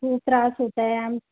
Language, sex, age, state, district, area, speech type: Marathi, female, 30-45, Maharashtra, Yavatmal, rural, conversation